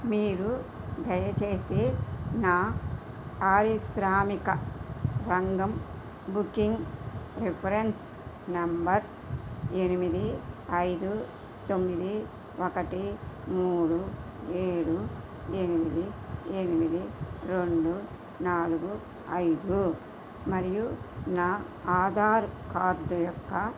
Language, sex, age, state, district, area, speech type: Telugu, female, 60+, Andhra Pradesh, Krishna, rural, read